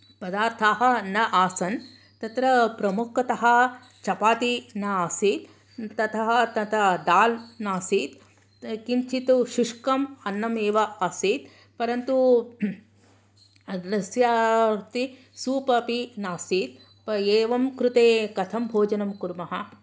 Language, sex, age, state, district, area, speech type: Sanskrit, female, 60+, Karnataka, Mysore, urban, spontaneous